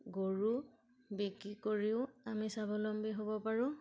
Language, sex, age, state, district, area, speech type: Assamese, female, 30-45, Assam, Majuli, urban, spontaneous